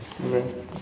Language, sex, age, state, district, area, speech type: Odia, male, 30-45, Odisha, Koraput, urban, spontaneous